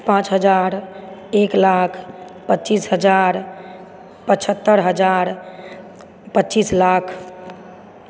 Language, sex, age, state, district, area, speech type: Maithili, female, 30-45, Bihar, Supaul, urban, spontaneous